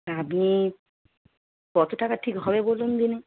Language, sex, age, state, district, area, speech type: Bengali, female, 30-45, West Bengal, Darjeeling, rural, conversation